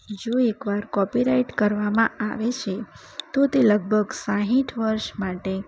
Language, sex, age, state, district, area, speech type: Gujarati, female, 30-45, Gujarat, Kheda, urban, spontaneous